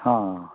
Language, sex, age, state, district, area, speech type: Malayalam, male, 45-60, Kerala, Idukki, rural, conversation